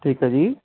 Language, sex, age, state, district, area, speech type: Punjabi, male, 30-45, Punjab, Ludhiana, urban, conversation